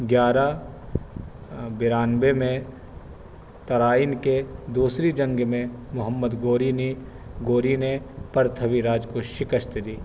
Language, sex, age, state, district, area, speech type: Urdu, male, 30-45, Delhi, North East Delhi, urban, spontaneous